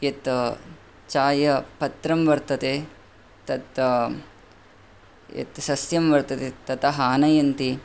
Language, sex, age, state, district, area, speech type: Sanskrit, male, 18-30, Karnataka, Bangalore Urban, rural, spontaneous